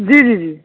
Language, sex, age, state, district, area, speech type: Urdu, male, 18-30, Uttar Pradesh, Saharanpur, urban, conversation